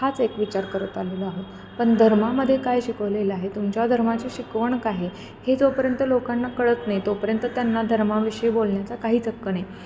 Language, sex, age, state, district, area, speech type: Marathi, female, 30-45, Maharashtra, Kolhapur, urban, spontaneous